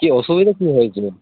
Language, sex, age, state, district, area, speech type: Bengali, male, 18-30, West Bengal, Uttar Dinajpur, rural, conversation